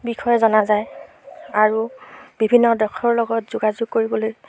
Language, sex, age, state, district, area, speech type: Assamese, female, 45-60, Assam, Golaghat, rural, spontaneous